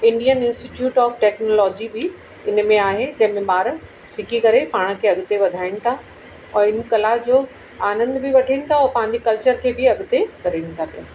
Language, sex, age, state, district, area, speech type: Sindhi, female, 45-60, Uttar Pradesh, Lucknow, urban, spontaneous